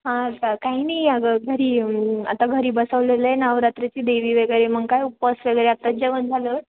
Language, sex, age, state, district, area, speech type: Marathi, female, 18-30, Maharashtra, Ahmednagar, rural, conversation